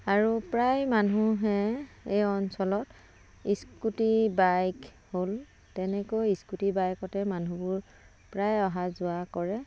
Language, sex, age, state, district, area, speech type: Assamese, female, 30-45, Assam, Dibrugarh, rural, spontaneous